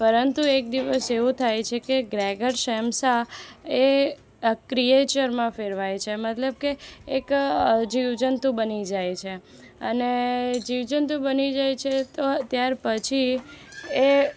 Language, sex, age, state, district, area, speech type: Gujarati, female, 18-30, Gujarat, Anand, rural, spontaneous